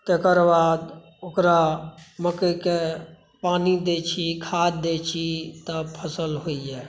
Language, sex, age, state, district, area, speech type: Maithili, male, 45-60, Bihar, Saharsa, rural, spontaneous